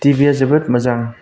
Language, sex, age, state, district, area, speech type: Bodo, male, 18-30, Assam, Kokrajhar, rural, spontaneous